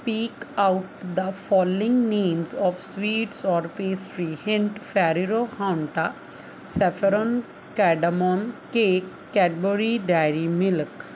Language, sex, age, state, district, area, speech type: Punjabi, female, 30-45, Punjab, Barnala, rural, spontaneous